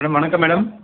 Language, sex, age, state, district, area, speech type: Tamil, male, 30-45, Tamil Nadu, Dharmapuri, rural, conversation